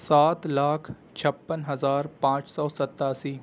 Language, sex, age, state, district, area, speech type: Urdu, male, 18-30, Delhi, South Delhi, urban, spontaneous